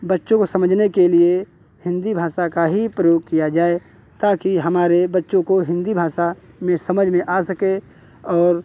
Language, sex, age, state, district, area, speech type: Hindi, male, 45-60, Uttar Pradesh, Hardoi, rural, spontaneous